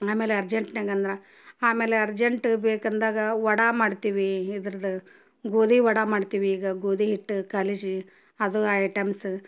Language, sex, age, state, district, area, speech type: Kannada, female, 30-45, Karnataka, Gadag, rural, spontaneous